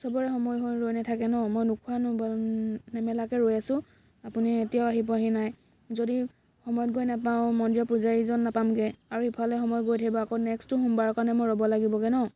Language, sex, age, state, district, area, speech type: Assamese, female, 18-30, Assam, Dibrugarh, rural, spontaneous